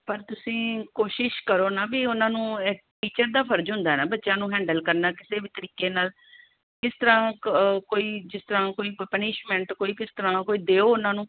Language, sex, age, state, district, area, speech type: Punjabi, female, 45-60, Punjab, Tarn Taran, urban, conversation